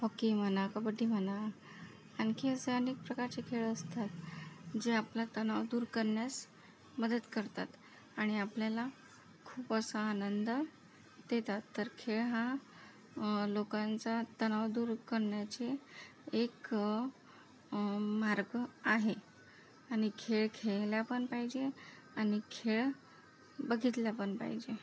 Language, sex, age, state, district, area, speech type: Marathi, female, 18-30, Maharashtra, Akola, rural, spontaneous